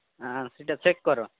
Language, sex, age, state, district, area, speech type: Odia, male, 30-45, Odisha, Nabarangpur, urban, conversation